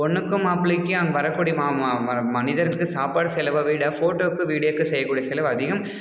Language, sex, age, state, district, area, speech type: Tamil, male, 18-30, Tamil Nadu, Dharmapuri, rural, spontaneous